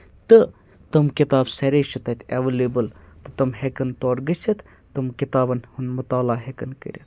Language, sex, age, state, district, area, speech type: Kashmiri, male, 30-45, Jammu and Kashmir, Kupwara, rural, spontaneous